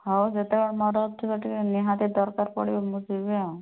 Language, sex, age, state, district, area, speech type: Odia, female, 18-30, Odisha, Nabarangpur, urban, conversation